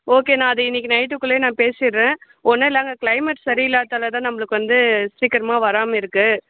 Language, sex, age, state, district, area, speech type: Tamil, female, 18-30, Tamil Nadu, Vellore, urban, conversation